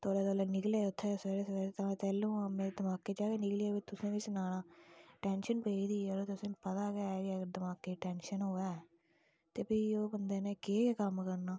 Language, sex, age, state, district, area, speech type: Dogri, female, 45-60, Jammu and Kashmir, Reasi, rural, spontaneous